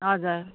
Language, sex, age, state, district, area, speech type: Nepali, female, 45-60, West Bengal, Darjeeling, rural, conversation